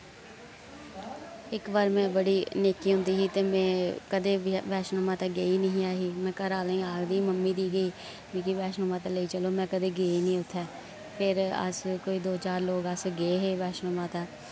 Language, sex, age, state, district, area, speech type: Dogri, female, 18-30, Jammu and Kashmir, Kathua, rural, spontaneous